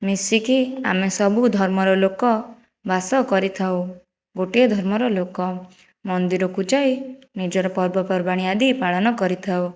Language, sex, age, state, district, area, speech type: Odia, female, 30-45, Odisha, Jajpur, rural, spontaneous